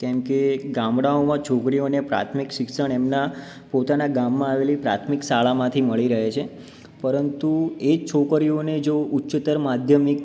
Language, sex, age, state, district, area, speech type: Gujarati, male, 30-45, Gujarat, Ahmedabad, urban, spontaneous